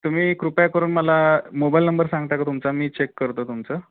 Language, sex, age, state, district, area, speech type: Marathi, male, 30-45, Maharashtra, Osmanabad, rural, conversation